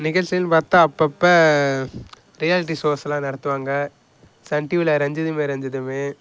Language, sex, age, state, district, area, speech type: Tamil, male, 18-30, Tamil Nadu, Kallakurichi, rural, spontaneous